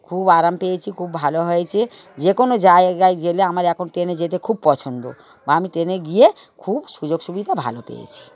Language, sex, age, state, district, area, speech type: Bengali, female, 60+, West Bengal, Darjeeling, rural, spontaneous